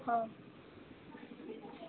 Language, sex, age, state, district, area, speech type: Odia, female, 18-30, Odisha, Malkangiri, urban, conversation